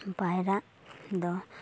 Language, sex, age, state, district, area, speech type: Santali, female, 18-30, West Bengal, Purulia, rural, spontaneous